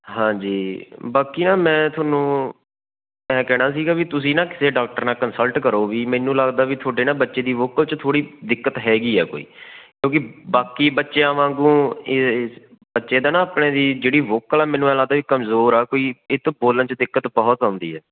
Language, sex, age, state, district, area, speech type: Punjabi, male, 18-30, Punjab, Faridkot, urban, conversation